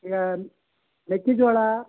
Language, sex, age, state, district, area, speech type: Kannada, male, 60+, Karnataka, Vijayanagara, rural, conversation